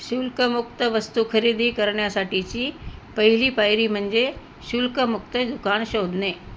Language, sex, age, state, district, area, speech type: Marathi, female, 60+, Maharashtra, Nanded, urban, read